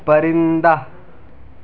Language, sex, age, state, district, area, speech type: Urdu, male, 18-30, Delhi, South Delhi, urban, read